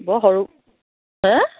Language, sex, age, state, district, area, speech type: Assamese, female, 30-45, Assam, Sivasagar, rural, conversation